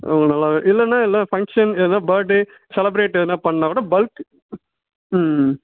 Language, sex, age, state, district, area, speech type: Tamil, male, 18-30, Tamil Nadu, Ranipet, urban, conversation